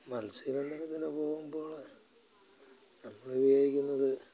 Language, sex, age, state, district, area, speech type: Malayalam, male, 60+, Kerala, Alappuzha, rural, spontaneous